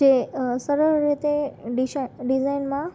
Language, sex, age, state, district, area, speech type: Gujarati, female, 30-45, Gujarat, Rajkot, urban, spontaneous